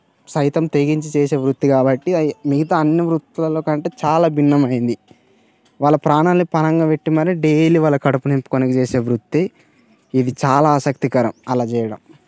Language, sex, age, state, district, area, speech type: Telugu, male, 45-60, Telangana, Mancherial, rural, spontaneous